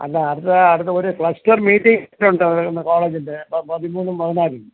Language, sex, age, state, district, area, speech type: Malayalam, male, 60+, Kerala, Thiruvananthapuram, urban, conversation